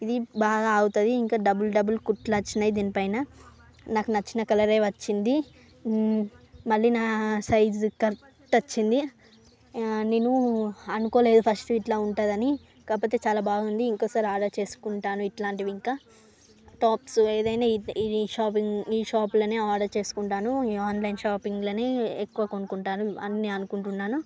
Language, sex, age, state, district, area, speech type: Telugu, female, 45-60, Andhra Pradesh, Srikakulam, urban, spontaneous